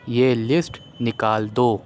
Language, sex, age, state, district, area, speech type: Urdu, male, 30-45, Delhi, Central Delhi, urban, read